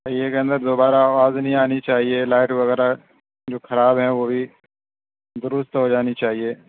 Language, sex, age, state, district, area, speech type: Urdu, male, 30-45, Uttar Pradesh, Gautam Buddha Nagar, urban, conversation